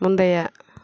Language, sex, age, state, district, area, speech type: Tamil, female, 30-45, Tamil Nadu, Thoothukudi, urban, read